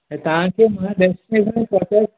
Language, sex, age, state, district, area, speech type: Sindhi, male, 30-45, Maharashtra, Mumbai Suburban, urban, conversation